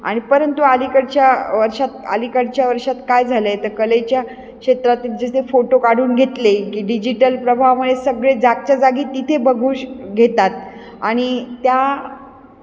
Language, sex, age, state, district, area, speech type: Marathi, female, 45-60, Maharashtra, Nashik, urban, spontaneous